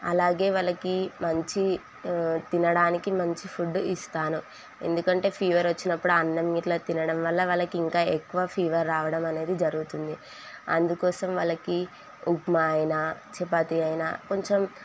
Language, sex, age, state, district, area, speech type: Telugu, female, 18-30, Telangana, Sangareddy, urban, spontaneous